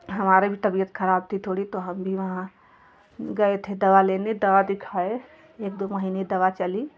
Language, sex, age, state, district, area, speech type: Hindi, female, 30-45, Uttar Pradesh, Jaunpur, urban, spontaneous